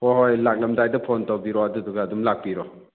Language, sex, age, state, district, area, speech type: Manipuri, male, 45-60, Manipur, Churachandpur, urban, conversation